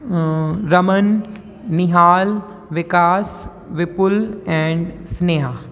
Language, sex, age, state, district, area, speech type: Hindi, female, 18-30, Rajasthan, Jodhpur, urban, spontaneous